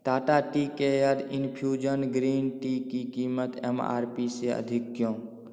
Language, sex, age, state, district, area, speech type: Hindi, male, 18-30, Bihar, Darbhanga, rural, read